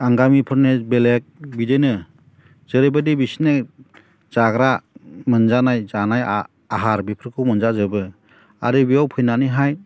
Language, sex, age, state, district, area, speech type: Bodo, male, 45-60, Assam, Chirang, rural, spontaneous